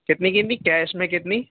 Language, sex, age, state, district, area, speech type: Urdu, male, 18-30, Delhi, North West Delhi, urban, conversation